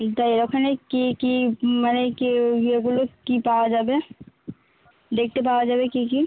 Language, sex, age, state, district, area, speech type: Bengali, female, 18-30, West Bengal, Birbhum, urban, conversation